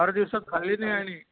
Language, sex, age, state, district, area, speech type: Marathi, male, 60+, Maharashtra, Nashik, urban, conversation